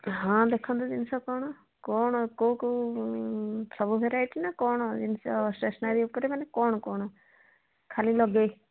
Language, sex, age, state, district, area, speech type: Odia, female, 60+, Odisha, Jharsuguda, rural, conversation